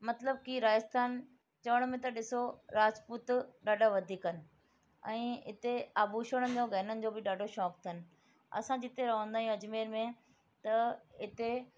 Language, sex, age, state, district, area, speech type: Sindhi, female, 30-45, Rajasthan, Ajmer, urban, spontaneous